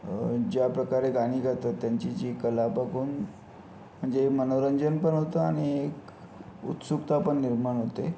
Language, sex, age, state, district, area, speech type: Marathi, male, 30-45, Maharashtra, Yavatmal, urban, spontaneous